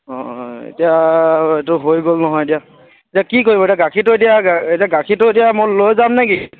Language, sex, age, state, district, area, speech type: Assamese, male, 45-60, Assam, Lakhimpur, rural, conversation